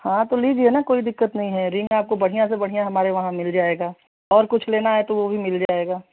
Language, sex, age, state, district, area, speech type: Hindi, female, 30-45, Uttar Pradesh, Chandauli, rural, conversation